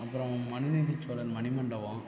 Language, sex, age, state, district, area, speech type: Tamil, male, 18-30, Tamil Nadu, Tiruvarur, rural, spontaneous